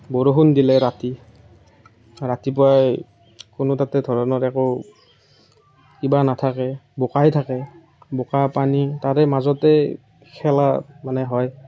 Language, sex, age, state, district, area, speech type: Assamese, male, 30-45, Assam, Morigaon, rural, spontaneous